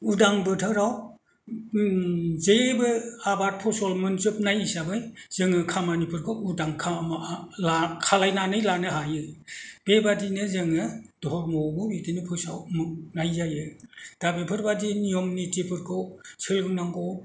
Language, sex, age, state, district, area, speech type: Bodo, male, 60+, Assam, Kokrajhar, rural, spontaneous